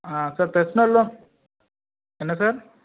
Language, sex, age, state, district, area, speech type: Tamil, male, 18-30, Tamil Nadu, Tirunelveli, rural, conversation